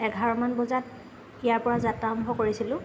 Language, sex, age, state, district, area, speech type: Assamese, female, 30-45, Assam, Lakhimpur, rural, spontaneous